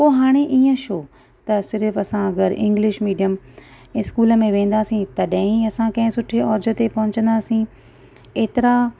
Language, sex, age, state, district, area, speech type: Sindhi, female, 30-45, Maharashtra, Thane, urban, spontaneous